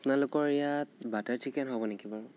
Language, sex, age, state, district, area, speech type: Assamese, male, 18-30, Assam, Nagaon, rural, spontaneous